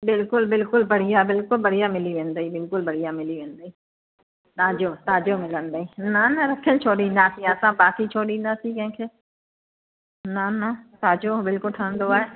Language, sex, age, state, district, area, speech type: Sindhi, female, 45-60, Uttar Pradesh, Lucknow, rural, conversation